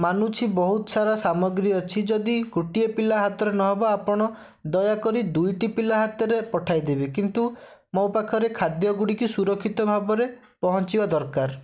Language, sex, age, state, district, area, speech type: Odia, male, 30-45, Odisha, Bhadrak, rural, spontaneous